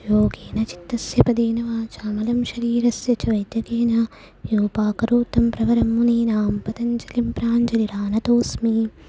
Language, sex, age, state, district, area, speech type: Sanskrit, female, 18-30, Karnataka, Uttara Kannada, rural, spontaneous